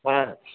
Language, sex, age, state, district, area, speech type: Bengali, male, 45-60, West Bengal, Hooghly, rural, conversation